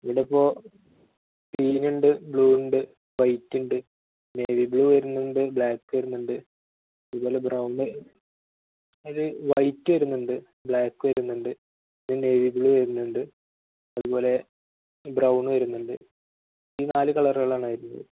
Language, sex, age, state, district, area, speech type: Malayalam, male, 18-30, Kerala, Malappuram, rural, conversation